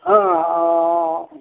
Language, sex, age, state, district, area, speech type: Kannada, male, 60+, Karnataka, Chamarajanagar, rural, conversation